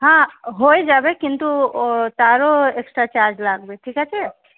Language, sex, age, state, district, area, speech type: Bengali, female, 30-45, West Bengal, Hooghly, urban, conversation